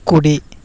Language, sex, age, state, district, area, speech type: Telugu, male, 18-30, Andhra Pradesh, Konaseema, rural, read